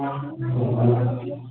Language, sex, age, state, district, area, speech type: Bengali, male, 30-45, West Bengal, Paschim Bardhaman, urban, conversation